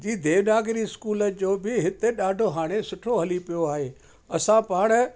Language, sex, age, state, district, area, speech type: Sindhi, male, 60+, Delhi, South Delhi, urban, spontaneous